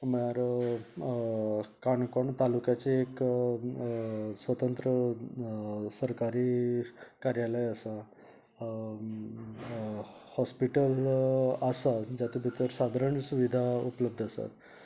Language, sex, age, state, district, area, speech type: Goan Konkani, male, 45-60, Goa, Canacona, rural, spontaneous